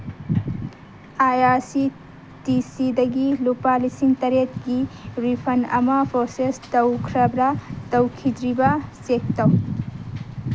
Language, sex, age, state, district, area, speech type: Manipuri, female, 18-30, Manipur, Kangpokpi, urban, read